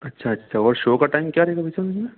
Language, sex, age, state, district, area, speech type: Hindi, male, 30-45, Madhya Pradesh, Ujjain, urban, conversation